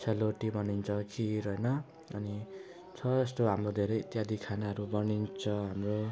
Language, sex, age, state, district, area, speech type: Nepali, male, 18-30, West Bengal, Jalpaiguri, rural, spontaneous